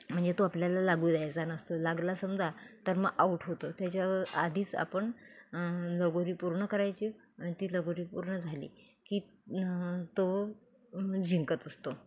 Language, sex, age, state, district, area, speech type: Marathi, female, 45-60, Maharashtra, Nagpur, urban, spontaneous